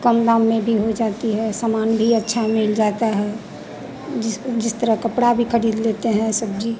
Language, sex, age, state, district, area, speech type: Hindi, female, 45-60, Bihar, Madhepura, rural, spontaneous